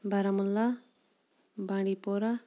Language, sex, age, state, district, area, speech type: Kashmiri, female, 18-30, Jammu and Kashmir, Shopian, urban, spontaneous